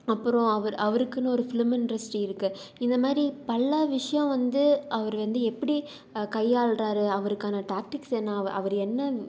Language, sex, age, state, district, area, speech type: Tamil, female, 18-30, Tamil Nadu, Salem, urban, spontaneous